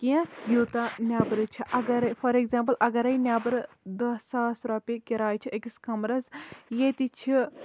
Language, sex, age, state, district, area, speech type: Kashmiri, female, 18-30, Jammu and Kashmir, Kulgam, rural, spontaneous